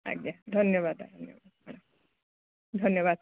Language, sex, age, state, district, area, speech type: Odia, female, 30-45, Odisha, Balasore, rural, conversation